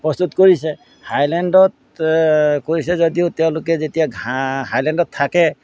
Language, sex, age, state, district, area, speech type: Assamese, male, 60+, Assam, Golaghat, urban, spontaneous